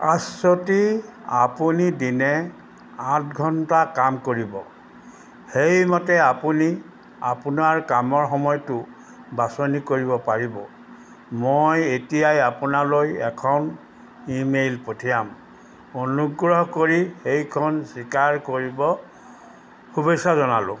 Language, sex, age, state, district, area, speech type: Assamese, male, 60+, Assam, Golaghat, urban, read